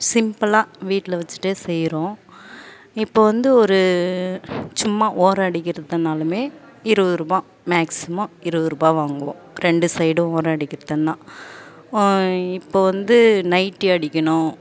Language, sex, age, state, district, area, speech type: Tamil, female, 30-45, Tamil Nadu, Tiruvannamalai, urban, spontaneous